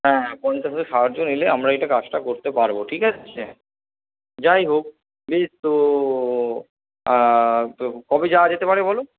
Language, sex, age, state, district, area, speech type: Bengali, male, 18-30, West Bengal, Purba Bardhaman, urban, conversation